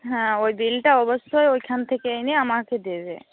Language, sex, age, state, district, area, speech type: Bengali, female, 18-30, West Bengal, Jhargram, rural, conversation